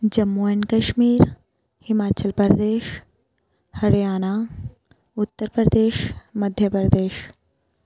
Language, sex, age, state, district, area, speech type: Punjabi, female, 30-45, Punjab, Shaheed Bhagat Singh Nagar, rural, spontaneous